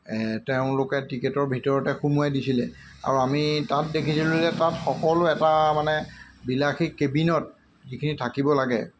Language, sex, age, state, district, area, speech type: Assamese, male, 45-60, Assam, Golaghat, urban, spontaneous